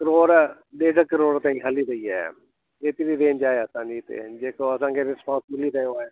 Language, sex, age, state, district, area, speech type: Sindhi, male, 60+, Delhi, South Delhi, urban, conversation